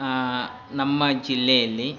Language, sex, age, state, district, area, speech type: Kannada, male, 18-30, Karnataka, Kolar, rural, spontaneous